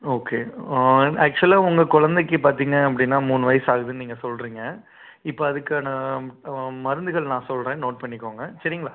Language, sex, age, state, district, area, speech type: Tamil, male, 30-45, Tamil Nadu, Pudukkottai, rural, conversation